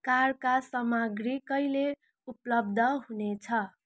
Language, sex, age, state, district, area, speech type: Nepali, female, 30-45, West Bengal, Darjeeling, rural, read